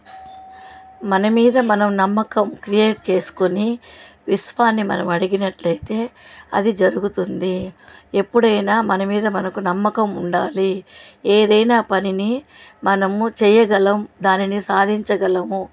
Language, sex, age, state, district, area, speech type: Telugu, female, 45-60, Andhra Pradesh, Chittoor, rural, spontaneous